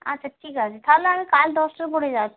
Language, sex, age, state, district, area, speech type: Bengali, female, 30-45, West Bengal, North 24 Parganas, urban, conversation